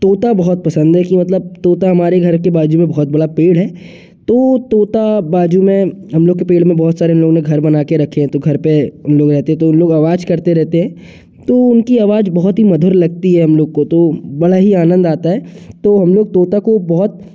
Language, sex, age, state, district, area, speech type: Hindi, male, 18-30, Madhya Pradesh, Jabalpur, urban, spontaneous